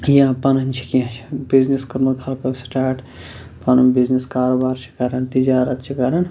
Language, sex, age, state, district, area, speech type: Kashmiri, male, 30-45, Jammu and Kashmir, Shopian, urban, spontaneous